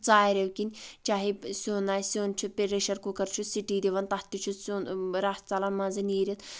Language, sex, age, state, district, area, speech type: Kashmiri, female, 45-60, Jammu and Kashmir, Anantnag, rural, spontaneous